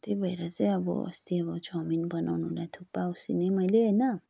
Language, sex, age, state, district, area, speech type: Nepali, female, 18-30, West Bengal, Kalimpong, rural, spontaneous